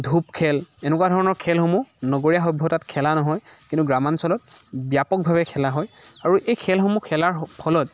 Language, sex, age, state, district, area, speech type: Assamese, male, 18-30, Assam, Dibrugarh, rural, spontaneous